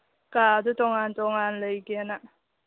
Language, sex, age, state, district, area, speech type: Manipuri, female, 30-45, Manipur, Churachandpur, rural, conversation